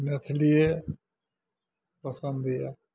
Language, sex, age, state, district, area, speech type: Maithili, male, 60+, Bihar, Madhepura, rural, spontaneous